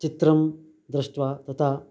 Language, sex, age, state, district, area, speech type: Sanskrit, male, 45-60, Karnataka, Uttara Kannada, rural, spontaneous